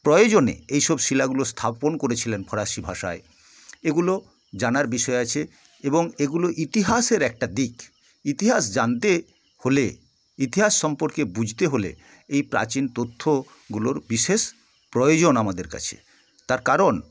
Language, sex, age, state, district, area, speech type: Bengali, male, 60+, West Bengal, South 24 Parganas, rural, spontaneous